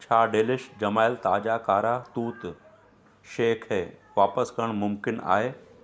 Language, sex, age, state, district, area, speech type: Sindhi, male, 45-60, Gujarat, Surat, urban, read